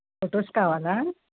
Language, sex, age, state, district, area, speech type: Telugu, female, 60+, Andhra Pradesh, Konaseema, rural, conversation